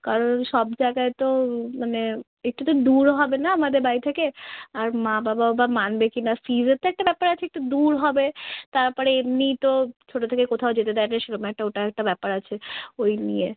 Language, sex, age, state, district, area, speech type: Bengali, female, 18-30, West Bengal, Darjeeling, rural, conversation